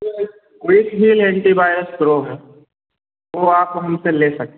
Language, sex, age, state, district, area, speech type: Hindi, male, 30-45, Madhya Pradesh, Hoshangabad, rural, conversation